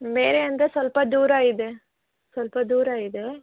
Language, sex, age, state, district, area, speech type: Kannada, female, 18-30, Karnataka, Chikkaballapur, rural, conversation